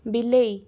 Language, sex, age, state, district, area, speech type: Odia, female, 18-30, Odisha, Cuttack, urban, read